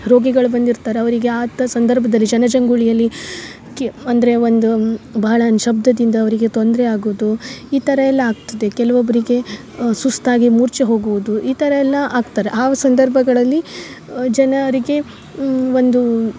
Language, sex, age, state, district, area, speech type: Kannada, female, 18-30, Karnataka, Uttara Kannada, rural, spontaneous